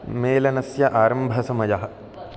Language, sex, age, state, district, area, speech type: Sanskrit, male, 18-30, Karnataka, Gulbarga, urban, read